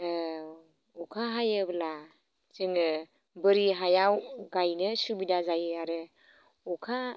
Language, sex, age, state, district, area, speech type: Bodo, female, 30-45, Assam, Baksa, rural, spontaneous